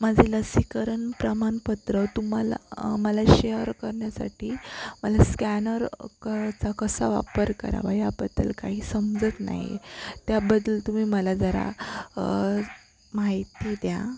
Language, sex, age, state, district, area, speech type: Marathi, female, 18-30, Maharashtra, Sindhudurg, rural, spontaneous